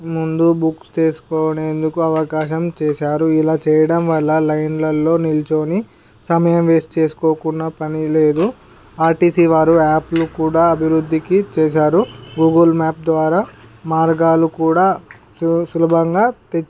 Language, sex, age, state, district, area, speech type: Telugu, male, 18-30, Andhra Pradesh, Visakhapatnam, urban, spontaneous